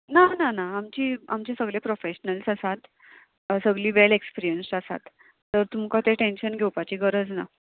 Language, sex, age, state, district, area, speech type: Goan Konkani, female, 18-30, Goa, Murmgao, urban, conversation